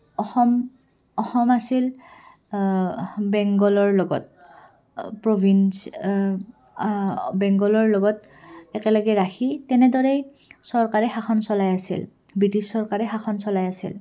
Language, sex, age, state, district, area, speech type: Assamese, female, 18-30, Assam, Goalpara, urban, spontaneous